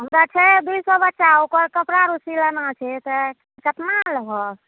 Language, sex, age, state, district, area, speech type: Maithili, female, 60+, Bihar, Araria, rural, conversation